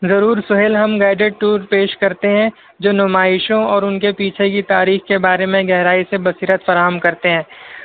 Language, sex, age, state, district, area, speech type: Urdu, male, 18-30, Maharashtra, Nashik, urban, conversation